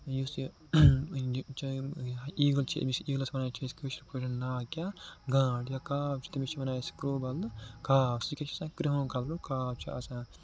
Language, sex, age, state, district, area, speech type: Kashmiri, male, 45-60, Jammu and Kashmir, Srinagar, urban, spontaneous